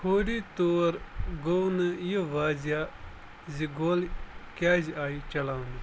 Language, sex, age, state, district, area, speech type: Kashmiri, male, 45-60, Jammu and Kashmir, Bandipora, rural, read